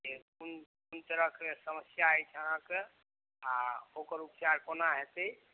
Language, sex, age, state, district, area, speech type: Maithili, male, 45-60, Bihar, Supaul, rural, conversation